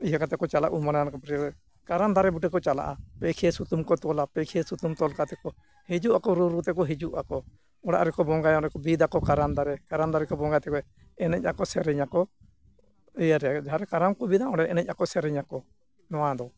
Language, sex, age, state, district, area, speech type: Santali, male, 60+, Odisha, Mayurbhanj, rural, spontaneous